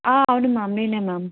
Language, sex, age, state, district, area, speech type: Telugu, female, 18-30, Telangana, Karimnagar, urban, conversation